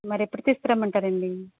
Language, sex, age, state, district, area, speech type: Telugu, female, 45-60, Andhra Pradesh, Krishna, rural, conversation